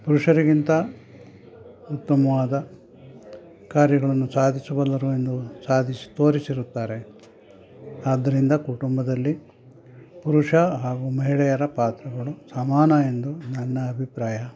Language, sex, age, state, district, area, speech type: Kannada, male, 60+, Karnataka, Chikkamagaluru, rural, spontaneous